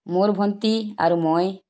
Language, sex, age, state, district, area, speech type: Assamese, female, 45-60, Assam, Tinsukia, urban, spontaneous